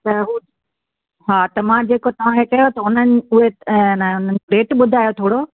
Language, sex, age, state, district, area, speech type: Sindhi, female, 45-60, Gujarat, Kutch, urban, conversation